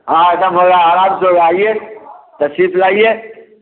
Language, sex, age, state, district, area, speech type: Hindi, male, 60+, Bihar, Muzaffarpur, rural, conversation